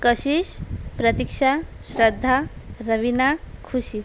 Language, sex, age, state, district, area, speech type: Marathi, female, 18-30, Maharashtra, Amravati, urban, spontaneous